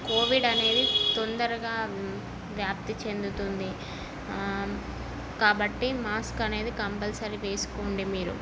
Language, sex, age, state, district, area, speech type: Telugu, female, 18-30, Andhra Pradesh, Srikakulam, urban, spontaneous